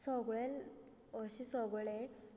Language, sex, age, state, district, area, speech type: Goan Konkani, female, 30-45, Goa, Quepem, rural, spontaneous